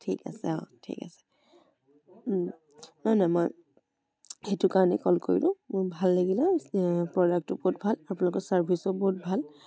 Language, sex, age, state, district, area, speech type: Assamese, female, 18-30, Assam, Charaideo, urban, spontaneous